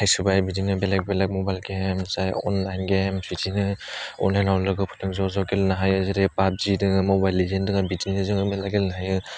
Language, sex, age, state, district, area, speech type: Bodo, male, 18-30, Assam, Udalguri, urban, spontaneous